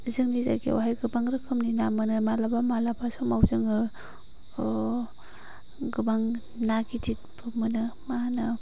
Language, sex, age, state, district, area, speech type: Bodo, female, 45-60, Assam, Chirang, urban, spontaneous